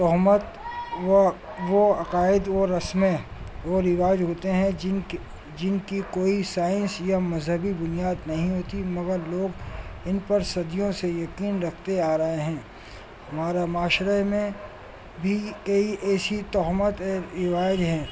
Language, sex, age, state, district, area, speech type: Urdu, male, 45-60, Delhi, New Delhi, urban, spontaneous